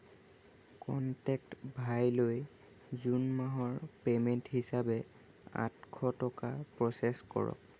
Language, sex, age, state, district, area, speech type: Assamese, male, 18-30, Assam, Lakhimpur, rural, read